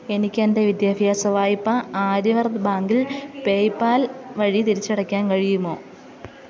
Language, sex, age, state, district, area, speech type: Malayalam, female, 30-45, Kerala, Pathanamthitta, rural, read